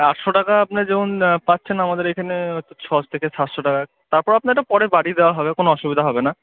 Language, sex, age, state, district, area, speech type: Bengali, male, 18-30, West Bengal, Murshidabad, urban, conversation